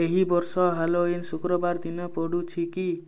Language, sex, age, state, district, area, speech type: Odia, male, 18-30, Odisha, Kalahandi, rural, read